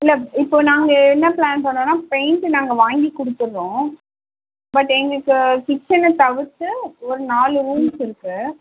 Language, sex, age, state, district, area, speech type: Tamil, female, 45-60, Tamil Nadu, Kanchipuram, urban, conversation